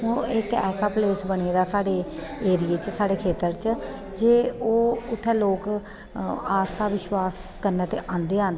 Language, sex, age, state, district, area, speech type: Dogri, female, 30-45, Jammu and Kashmir, Kathua, rural, spontaneous